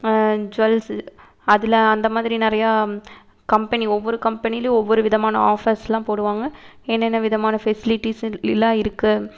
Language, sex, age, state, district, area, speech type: Tamil, female, 18-30, Tamil Nadu, Erode, urban, spontaneous